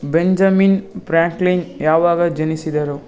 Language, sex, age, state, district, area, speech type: Kannada, male, 18-30, Karnataka, Kolar, rural, read